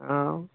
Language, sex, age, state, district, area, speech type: Assamese, male, 18-30, Assam, Dhemaji, rural, conversation